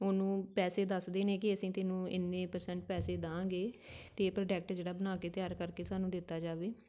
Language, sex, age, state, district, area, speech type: Punjabi, female, 30-45, Punjab, Tarn Taran, rural, spontaneous